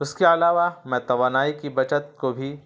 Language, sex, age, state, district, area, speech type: Urdu, male, 30-45, Bihar, Gaya, urban, spontaneous